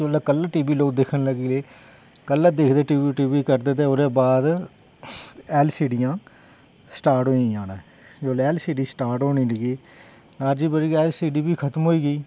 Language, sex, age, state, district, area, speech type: Dogri, male, 30-45, Jammu and Kashmir, Jammu, rural, spontaneous